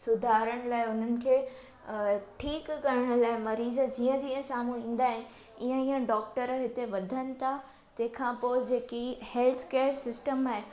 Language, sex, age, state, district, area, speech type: Sindhi, female, 18-30, Gujarat, Surat, urban, spontaneous